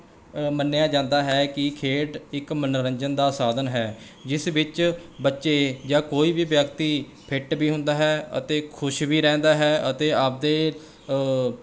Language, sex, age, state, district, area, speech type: Punjabi, male, 18-30, Punjab, Rupnagar, urban, spontaneous